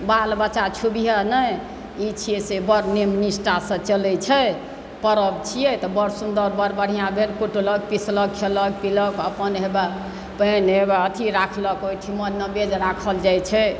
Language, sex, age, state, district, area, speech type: Maithili, male, 60+, Bihar, Supaul, rural, spontaneous